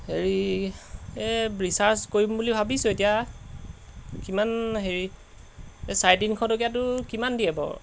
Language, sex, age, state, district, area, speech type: Assamese, male, 18-30, Assam, Golaghat, urban, spontaneous